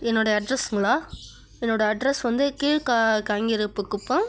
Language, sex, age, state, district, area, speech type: Tamil, female, 30-45, Tamil Nadu, Cuddalore, rural, spontaneous